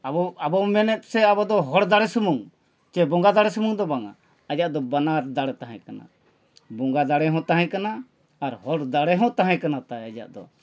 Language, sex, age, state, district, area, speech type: Santali, male, 45-60, Jharkhand, Bokaro, rural, spontaneous